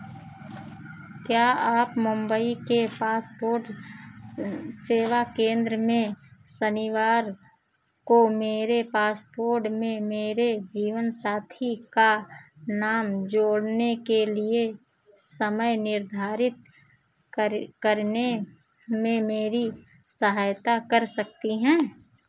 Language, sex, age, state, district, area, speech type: Hindi, female, 45-60, Uttar Pradesh, Ayodhya, rural, read